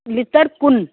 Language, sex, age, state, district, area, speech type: Manipuri, female, 60+, Manipur, Imphal East, rural, conversation